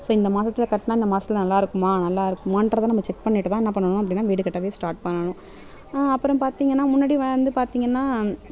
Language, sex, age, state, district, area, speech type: Tamil, female, 18-30, Tamil Nadu, Mayiladuthurai, rural, spontaneous